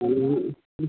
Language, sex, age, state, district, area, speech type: Marathi, male, 18-30, Maharashtra, Akola, rural, conversation